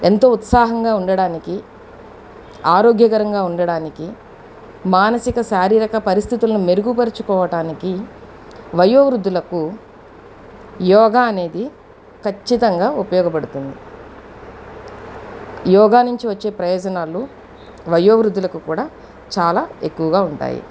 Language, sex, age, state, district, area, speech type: Telugu, female, 45-60, Andhra Pradesh, Eluru, urban, spontaneous